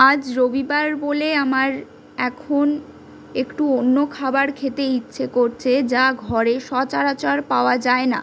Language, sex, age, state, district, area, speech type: Bengali, female, 45-60, West Bengal, Purulia, urban, spontaneous